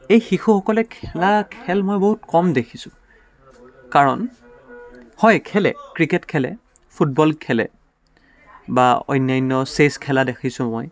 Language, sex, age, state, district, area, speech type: Assamese, male, 18-30, Assam, Dibrugarh, urban, spontaneous